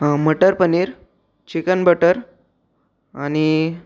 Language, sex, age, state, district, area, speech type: Marathi, male, 18-30, Maharashtra, Raigad, rural, spontaneous